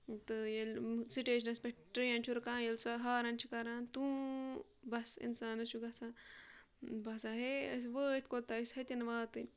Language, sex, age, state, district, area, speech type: Kashmiri, female, 30-45, Jammu and Kashmir, Ganderbal, rural, spontaneous